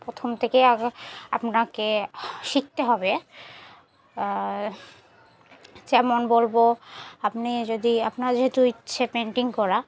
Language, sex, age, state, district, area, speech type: Bengali, female, 30-45, West Bengal, Murshidabad, urban, spontaneous